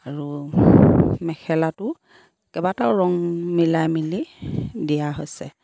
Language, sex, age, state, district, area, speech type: Assamese, female, 30-45, Assam, Sivasagar, rural, spontaneous